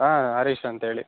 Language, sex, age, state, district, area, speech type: Kannada, male, 18-30, Karnataka, Chitradurga, rural, conversation